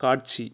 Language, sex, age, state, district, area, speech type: Tamil, male, 18-30, Tamil Nadu, Nagapattinam, urban, read